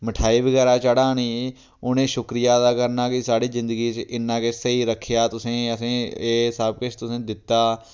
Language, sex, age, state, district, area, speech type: Dogri, male, 30-45, Jammu and Kashmir, Reasi, rural, spontaneous